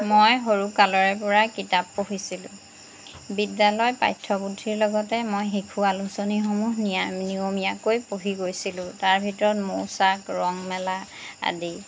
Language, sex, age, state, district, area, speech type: Assamese, female, 30-45, Assam, Jorhat, urban, spontaneous